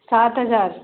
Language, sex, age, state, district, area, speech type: Hindi, female, 30-45, Madhya Pradesh, Gwalior, rural, conversation